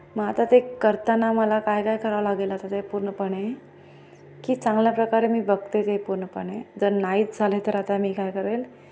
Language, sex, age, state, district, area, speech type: Marathi, female, 30-45, Maharashtra, Ahmednagar, urban, spontaneous